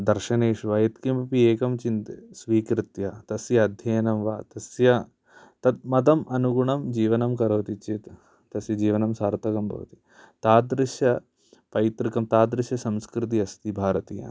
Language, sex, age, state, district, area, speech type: Sanskrit, male, 18-30, Kerala, Idukki, urban, spontaneous